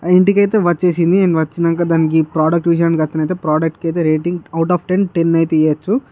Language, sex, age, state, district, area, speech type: Telugu, male, 60+, Andhra Pradesh, Visakhapatnam, urban, spontaneous